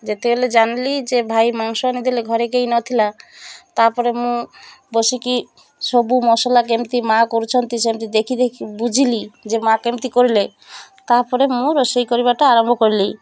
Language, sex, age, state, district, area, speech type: Odia, female, 45-60, Odisha, Malkangiri, urban, spontaneous